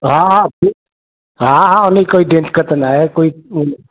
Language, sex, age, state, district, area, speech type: Sindhi, male, 30-45, Madhya Pradesh, Katni, rural, conversation